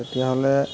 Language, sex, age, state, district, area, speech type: Assamese, male, 30-45, Assam, Charaideo, urban, spontaneous